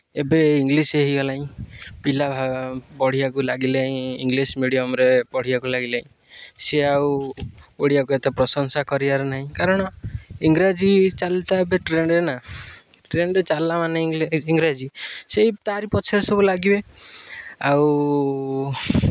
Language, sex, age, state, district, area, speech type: Odia, male, 18-30, Odisha, Jagatsinghpur, rural, spontaneous